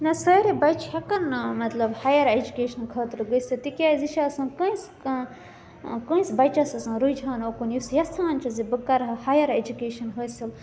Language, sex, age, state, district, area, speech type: Kashmiri, female, 30-45, Jammu and Kashmir, Budgam, rural, spontaneous